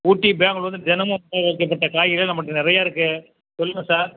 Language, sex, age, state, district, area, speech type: Tamil, male, 60+, Tamil Nadu, Cuddalore, urban, conversation